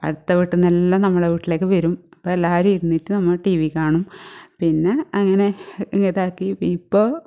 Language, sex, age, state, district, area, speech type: Malayalam, female, 45-60, Kerala, Kasaragod, rural, spontaneous